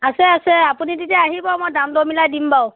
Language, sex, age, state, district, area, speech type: Assamese, female, 30-45, Assam, Golaghat, rural, conversation